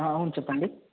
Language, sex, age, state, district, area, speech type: Telugu, male, 30-45, Andhra Pradesh, Chittoor, urban, conversation